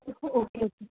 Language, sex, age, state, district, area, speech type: Marathi, female, 30-45, Maharashtra, Amravati, rural, conversation